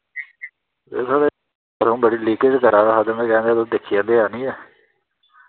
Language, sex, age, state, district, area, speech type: Dogri, male, 30-45, Jammu and Kashmir, Reasi, rural, conversation